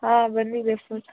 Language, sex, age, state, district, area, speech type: Kannada, female, 18-30, Karnataka, Chamarajanagar, rural, conversation